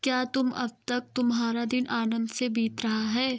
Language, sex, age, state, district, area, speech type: Hindi, female, 18-30, Uttar Pradesh, Jaunpur, urban, read